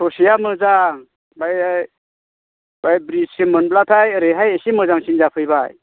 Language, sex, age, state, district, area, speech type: Bodo, male, 60+, Assam, Chirang, rural, conversation